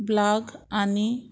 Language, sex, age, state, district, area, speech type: Goan Konkani, female, 30-45, Goa, Murmgao, rural, spontaneous